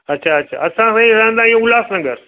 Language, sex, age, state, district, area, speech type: Sindhi, male, 60+, Gujarat, Kutch, urban, conversation